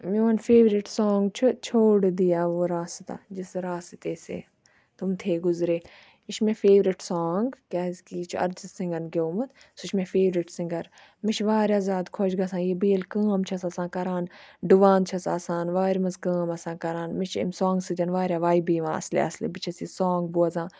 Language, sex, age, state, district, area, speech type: Kashmiri, female, 30-45, Jammu and Kashmir, Ganderbal, rural, spontaneous